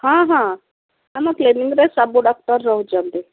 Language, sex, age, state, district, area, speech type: Odia, female, 60+, Odisha, Jharsuguda, rural, conversation